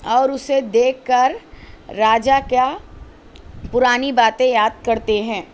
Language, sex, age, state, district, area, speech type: Urdu, female, 18-30, Telangana, Hyderabad, urban, spontaneous